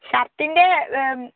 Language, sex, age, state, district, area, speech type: Malayalam, female, 18-30, Kerala, Wayanad, rural, conversation